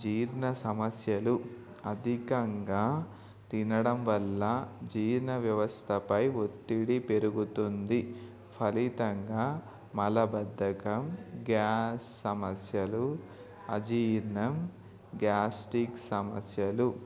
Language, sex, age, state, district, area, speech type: Telugu, male, 18-30, Telangana, Mahabubabad, urban, spontaneous